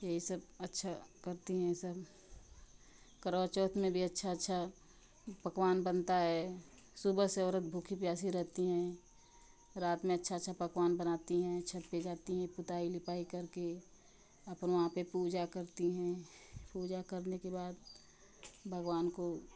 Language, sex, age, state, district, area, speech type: Hindi, female, 30-45, Uttar Pradesh, Ghazipur, rural, spontaneous